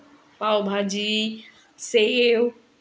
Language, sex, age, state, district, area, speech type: Marathi, female, 30-45, Maharashtra, Bhandara, urban, spontaneous